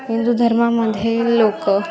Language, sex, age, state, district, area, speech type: Marathi, female, 18-30, Maharashtra, Ratnagiri, urban, spontaneous